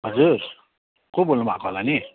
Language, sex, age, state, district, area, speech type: Nepali, male, 30-45, West Bengal, Darjeeling, rural, conversation